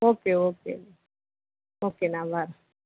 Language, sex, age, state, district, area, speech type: Tamil, female, 18-30, Tamil Nadu, Chennai, urban, conversation